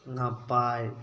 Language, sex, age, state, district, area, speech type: Manipuri, male, 18-30, Manipur, Thoubal, rural, spontaneous